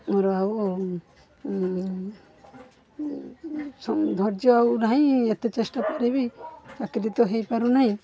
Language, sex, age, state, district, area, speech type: Odia, female, 45-60, Odisha, Balasore, rural, spontaneous